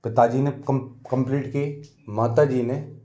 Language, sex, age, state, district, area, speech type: Hindi, male, 30-45, Madhya Pradesh, Gwalior, rural, spontaneous